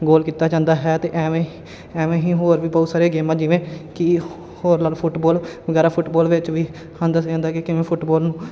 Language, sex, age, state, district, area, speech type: Punjabi, male, 30-45, Punjab, Amritsar, urban, spontaneous